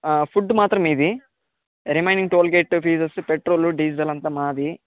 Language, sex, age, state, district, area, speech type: Telugu, male, 18-30, Andhra Pradesh, Chittoor, rural, conversation